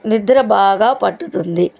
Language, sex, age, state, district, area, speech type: Telugu, female, 45-60, Andhra Pradesh, Chittoor, rural, spontaneous